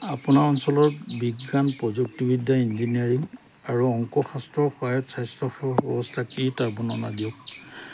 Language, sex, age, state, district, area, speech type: Assamese, male, 45-60, Assam, Lakhimpur, rural, spontaneous